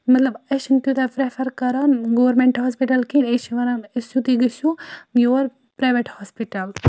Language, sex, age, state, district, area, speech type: Kashmiri, female, 30-45, Jammu and Kashmir, Baramulla, rural, spontaneous